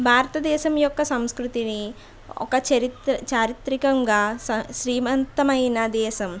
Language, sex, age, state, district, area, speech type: Telugu, female, 18-30, Andhra Pradesh, Konaseema, urban, spontaneous